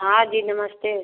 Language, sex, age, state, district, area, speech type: Hindi, female, 45-60, Uttar Pradesh, Prayagraj, rural, conversation